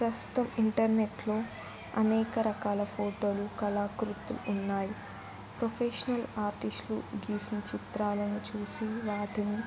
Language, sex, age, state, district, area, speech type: Telugu, female, 18-30, Telangana, Jayashankar, urban, spontaneous